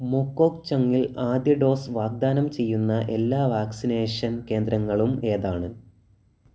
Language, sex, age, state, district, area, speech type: Malayalam, male, 18-30, Kerala, Kollam, rural, read